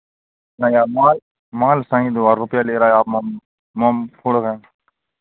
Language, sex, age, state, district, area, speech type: Hindi, male, 45-60, Madhya Pradesh, Seoni, urban, conversation